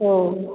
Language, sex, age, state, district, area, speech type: Marathi, female, 18-30, Maharashtra, Ahmednagar, urban, conversation